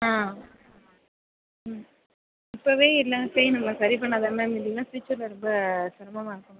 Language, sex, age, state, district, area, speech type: Tamil, female, 18-30, Tamil Nadu, Pudukkottai, rural, conversation